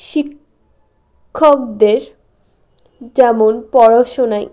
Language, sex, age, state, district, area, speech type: Bengali, female, 18-30, West Bengal, Malda, rural, spontaneous